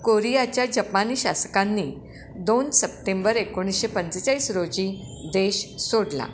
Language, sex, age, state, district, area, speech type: Marathi, female, 60+, Maharashtra, Kolhapur, urban, read